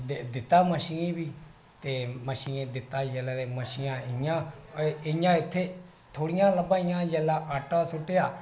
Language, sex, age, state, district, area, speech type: Dogri, male, 18-30, Jammu and Kashmir, Reasi, rural, spontaneous